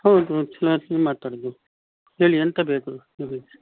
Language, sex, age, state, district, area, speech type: Kannada, male, 60+, Karnataka, Udupi, rural, conversation